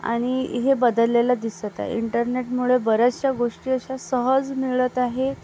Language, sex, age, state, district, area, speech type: Marathi, female, 18-30, Maharashtra, Akola, rural, spontaneous